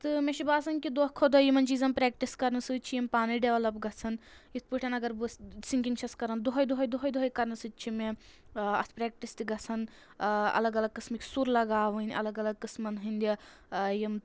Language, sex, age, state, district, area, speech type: Kashmiri, female, 18-30, Jammu and Kashmir, Anantnag, rural, spontaneous